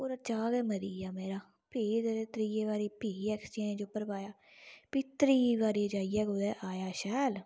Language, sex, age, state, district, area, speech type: Dogri, female, 18-30, Jammu and Kashmir, Udhampur, rural, spontaneous